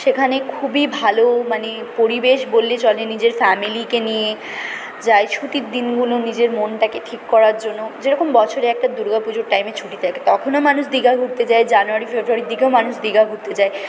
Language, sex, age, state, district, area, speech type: Bengali, female, 18-30, West Bengal, Purba Bardhaman, urban, spontaneous